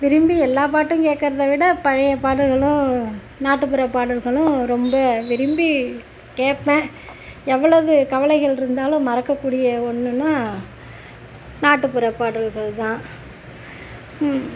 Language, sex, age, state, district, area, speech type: Tamil, female, 45-60, Tamil Nadu, Tiruchirappalli, rural, spontaneous